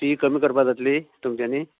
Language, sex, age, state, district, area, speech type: Goan Konkani, male, 60+, Goa, Canacona, rural, conversation